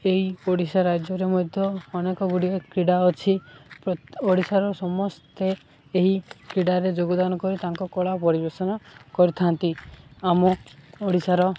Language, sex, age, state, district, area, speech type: Odia, male, 18-30, Odisha, Malkangiri, urban, spontaneous